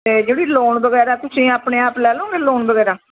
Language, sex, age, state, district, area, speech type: Punjabi, female, 60+, Punjab, Ludhiana, urban, conversation